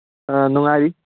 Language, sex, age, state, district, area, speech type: Manipuri, male, 18-30, Manipur, Kangpokpi, urban, conversation